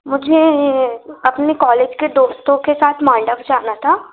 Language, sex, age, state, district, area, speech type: Hindi, female, 18-30, Madhya Pradesh, Betul, urban, conversation